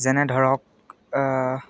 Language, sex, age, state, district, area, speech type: Assamese, male, 18-30, Assam, Biswanath, rural, spontaneous